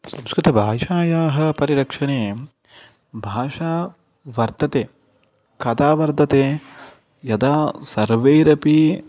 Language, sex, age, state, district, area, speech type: Sanskrit, male, 30-45, Telangana, Hyderabad, urban, spontaneous